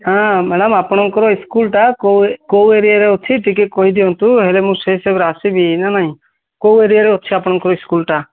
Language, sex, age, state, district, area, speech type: Odia, male, 30-45, Odisha, Malkangiri, urban, conversation